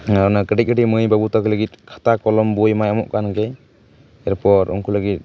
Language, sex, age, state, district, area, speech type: Santali, male, 18-30, West Bengal, Jhargram, rural, spontaneous